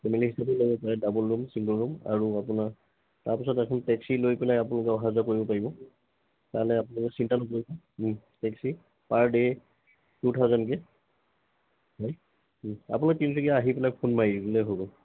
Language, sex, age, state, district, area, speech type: Assamese, male, 60+, Assam, Tinsukia, rural, conversation